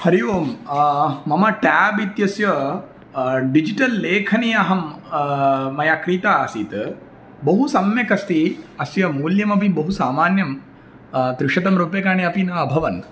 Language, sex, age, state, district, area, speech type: Sanskrit, male, 30-45, Tamil Nadu, Tirunelveli, rural, spontaneous